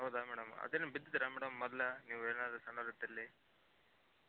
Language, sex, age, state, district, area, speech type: Kannada, male, 18-30, Karnataka, Koppal, urban, conversation